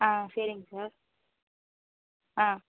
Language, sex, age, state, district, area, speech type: Tamil, female, 18-30, Tamil Nadu, Pudukkottai, rural, conversation